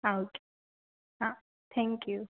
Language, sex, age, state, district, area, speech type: Goan Konkani, female, 18-30, Goa, Ponda, rural, conversation